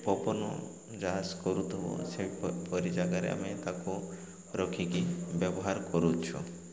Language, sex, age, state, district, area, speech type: Odia, male, 30-45, Odisha, Koraput, urban, spontaneous